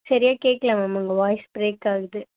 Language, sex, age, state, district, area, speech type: Tamil, female, 18-30, Tamil Nadu, Chennai, urban, conversation